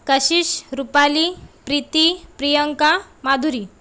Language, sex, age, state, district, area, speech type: Marathi, female, 30-45, Maharashtra, Amravati, urban, spontaneous